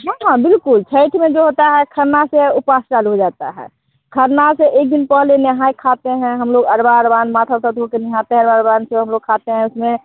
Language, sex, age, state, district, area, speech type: Hindi, female, 30-45, Bihar, Muzaffarpur, urban, conversation